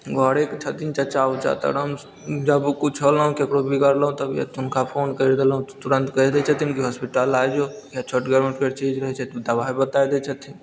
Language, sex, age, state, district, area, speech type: Maithili, male, 18-30, Bihar, Begusarai, rural, spontaneous